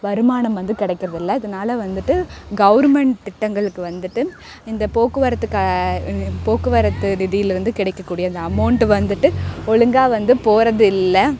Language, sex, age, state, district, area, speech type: Tamil, female, 18-30, Tamil Nadu, Perambalur, rural, spontaneous